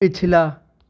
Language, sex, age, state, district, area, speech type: Urdu, male, 18-30, Uttar Pradesh, Shahjahanpur, rural, read